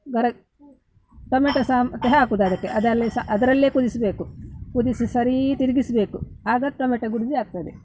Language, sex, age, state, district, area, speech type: Kannada, female, 60+, Karnataka, Udupi, rural, spontaneous